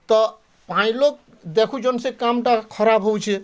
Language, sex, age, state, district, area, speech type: Odia, male, 60+, Odisha, Bargarh, urban, spontaneous